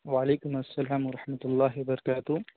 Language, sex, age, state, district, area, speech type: Urdu, male, 18-30, Bihar, Khagaria, rural, conversation